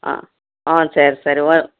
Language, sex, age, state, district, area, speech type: Tamil, female, 60+, Tamil Nadu, Krishnagiri, rural, conversation